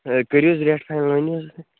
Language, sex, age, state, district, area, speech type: Kashmiri, male, 18-30, Jammu and Kashmir, Kupwara, urban, conversation